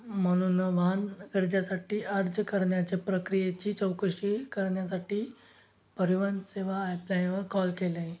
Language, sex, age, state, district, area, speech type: Marathi, male, 18-30, Maharashtra, Ahmednagar, rural, spontaneous